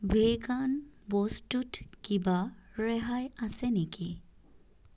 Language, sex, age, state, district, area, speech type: Assamese, female, 30-45, Assam, Sonitpur, rural, read